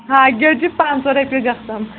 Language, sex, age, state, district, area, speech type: Kashmiri, female, 18-30, Jammu and Kashmir, Kulgam, rural, conversation